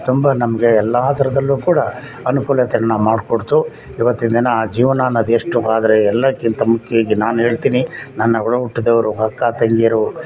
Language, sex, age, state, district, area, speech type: Kannada, male, 60+, Karnataka, Mysore, urban, spontaneous